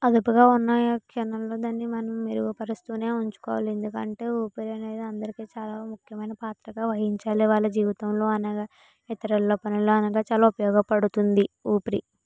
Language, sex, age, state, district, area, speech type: Telugu, female, 60+, Andhra Pradesh, Kakinada, rural, spontaneous